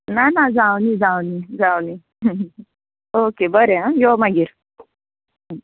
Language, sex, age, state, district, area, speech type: Goan Konkani, female, 18-30, Goa, Ponda, rural, conversation